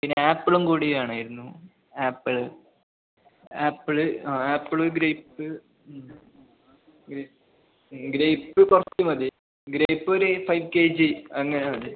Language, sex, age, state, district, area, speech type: Malayalam, male, 18-30, Kerala, Kasaragod, rural, conversation